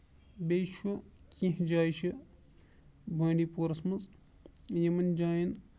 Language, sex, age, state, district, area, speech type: Kashmiri, male, 30-45, Jammu and Kashmir, Bandipora, urban, spontaneous